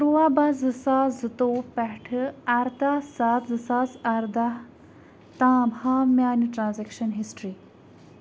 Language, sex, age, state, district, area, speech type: Kashmiri, female, 30-45, Jammu and Kashmir, Srinagar, urban, read